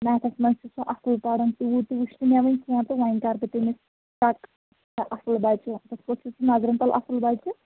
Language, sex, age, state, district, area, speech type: Kashmiri, female, 18-30, Jammu and Kashmir, Kulgam, rural, conversation